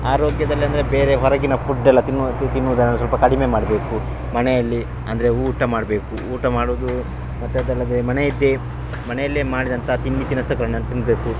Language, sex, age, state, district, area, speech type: Kannada, male, 30-45, Karnataka, Dakshina Kannada, rural, spontaneous